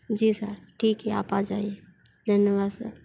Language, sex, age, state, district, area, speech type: Hindi, female, 60+, Madhya Pradesh, Bhopal, urban, spontaneous